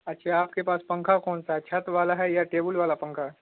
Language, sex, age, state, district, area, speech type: Urdu, male, 18-30, Bihar, Supaul, rural, conversation